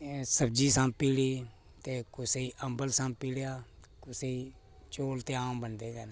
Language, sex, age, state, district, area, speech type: Dogri, male, 18-30, Jammu and Kashmir, Reasi, rural, spontaneous